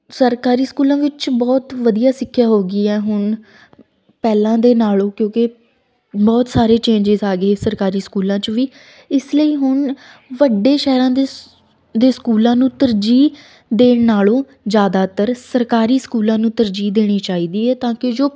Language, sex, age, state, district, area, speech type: Punjabi, female, 18-30, Punjab, Shaheed Bhagat Singh Nagar, rural, spontaneous